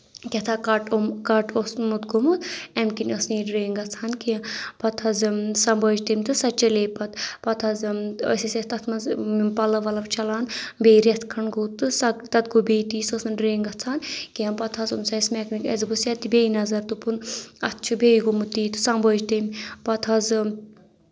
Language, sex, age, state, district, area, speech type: Kashmiri, female, 30-45, Jammu and Kashmir, Anantnag, rural, spontaneous